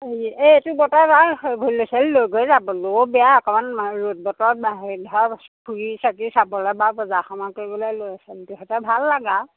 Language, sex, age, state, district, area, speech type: Assamese, female, 60+, Assam, Majuli, urban, conversation